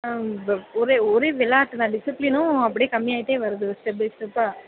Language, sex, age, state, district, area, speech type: Tamil, female, 18-30, Tamil Nadu, Pudukkottai, rural, conversation